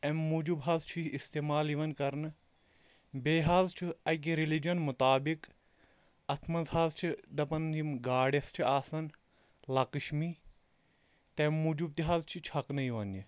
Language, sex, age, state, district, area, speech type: Kashmiri, male, 30-45, Jammu and Kashmir, Shopian, rural, spontaneous